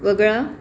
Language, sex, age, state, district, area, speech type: Marathi, female, 45-60, Maharashtra, Akola, urban, read